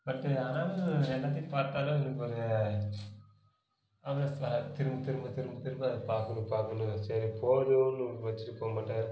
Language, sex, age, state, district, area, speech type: Tamil, male, 18-30, Tamil Nadu, Kallakurichi, rural, spontaneous